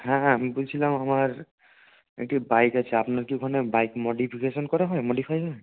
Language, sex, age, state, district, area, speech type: Bengali, male, 18-30, West Bengal, Murshidabad, urban, conversation